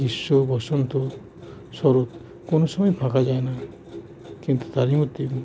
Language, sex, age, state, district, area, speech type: Bengali, male, 30-45, West Bengal, Howrah, urban, spontaneous